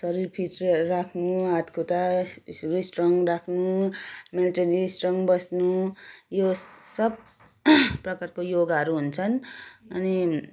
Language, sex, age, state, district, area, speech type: Nepali, female, 30-45, West Bengal, Darjeeling, rural, spontaneous